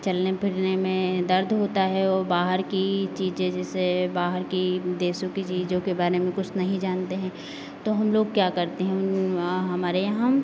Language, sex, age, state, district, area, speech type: Hindi, female, 30-45, Uttar Pradesh, Lucknow, rural, spontaneous